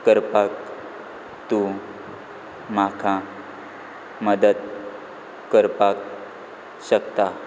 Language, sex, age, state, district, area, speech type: Goan Konkani, male, 18-30, Goa, Quepem, rural, read